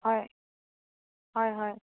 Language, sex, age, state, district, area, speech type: Assamese, female, 30-45, Assam, Dibrugarh, rural, conversation